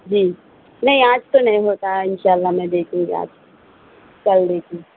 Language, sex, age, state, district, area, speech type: Urdu, female, 18-30, Telangana, Hyderabad, urban, conversation